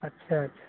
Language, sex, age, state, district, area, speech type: Hindi, male, 18-30, Uttar Pradesh, Azamgarh, rural, conversation